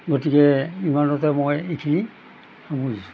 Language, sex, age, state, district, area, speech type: Assamese, male, 60+, Assam, Golaghat, urban, spontaneous